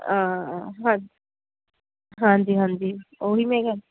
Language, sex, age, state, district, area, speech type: Punjabi, female, 30-45, Punjab, Jalandhar, rural, conversation